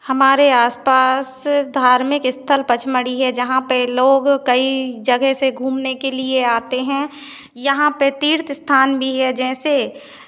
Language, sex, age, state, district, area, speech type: Hindi, female, 18-30, Madhya Pradesh, Hoshangabad, urban, spontaneous